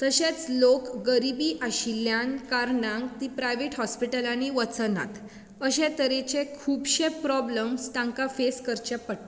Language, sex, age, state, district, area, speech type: Goan Konkani, female, 18-30, Goa, Bardez, urban, spontaneous